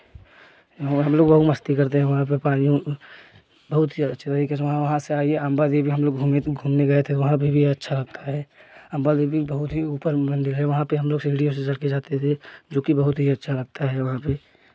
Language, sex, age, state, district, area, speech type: Hindi, male, 18-30, Uttar Pradesh, Jaunpur, urban, spontaneous